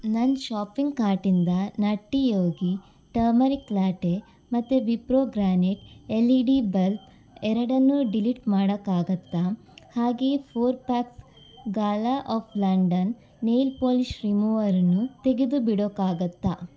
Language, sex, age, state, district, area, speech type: Kannada, female, 18-30, Karnataka, Udupi, urban, read